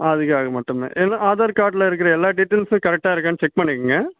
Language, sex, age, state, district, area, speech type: Tamil, male, 18-30, Tamil Nadu, Ranipet, urban, conversation